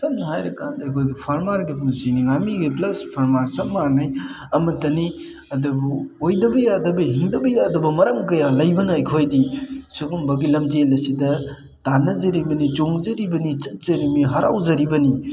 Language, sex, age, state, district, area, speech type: Manipuri, male, 30-45, Manipur, Thoubal, rural, spontaneous